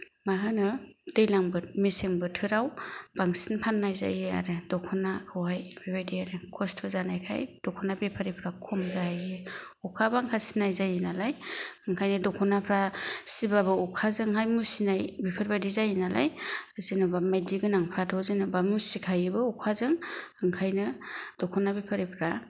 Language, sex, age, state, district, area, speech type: Bodo, female, 45-60, Assam, Kokrajhar, rural, spontaneous